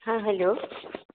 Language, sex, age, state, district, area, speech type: Maithili, female, 45-60, Bihar, Saharsa, urban, conversation